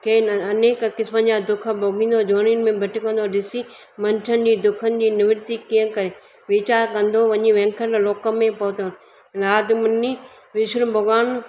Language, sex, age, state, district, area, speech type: Sindhi, female, 60+, Gujarat, Surat, urban, spontaneous